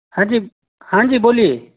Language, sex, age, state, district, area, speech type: Hindi, male, 18-30, Rajasthan, Jaipur, urban, conversation